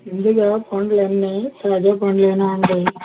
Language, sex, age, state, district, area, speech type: Telugu, male, 60+, Andhra Pradesh, Konaseema, rural, conversation